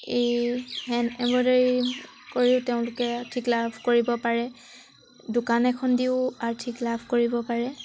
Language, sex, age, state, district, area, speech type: Assamese, female, 18-30, Assam, Sivasagar, rural, spontaneous